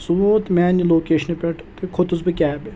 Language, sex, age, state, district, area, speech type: Kashmiri, male, 18-30, Jammu and Kashmir, Srinagar, urban, spontaneous